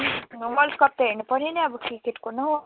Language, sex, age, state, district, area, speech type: Nepali, female, 45-60, West Bengal, Kalimpong, rural, conversation